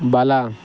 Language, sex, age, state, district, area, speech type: Kannada, male, 45-60, Karnataka, Chikkaballapur, rural, read